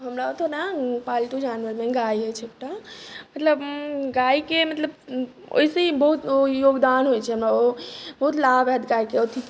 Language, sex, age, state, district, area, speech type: Maithili, female, 30-45, Bihar, Madhubani, rural, spontaneous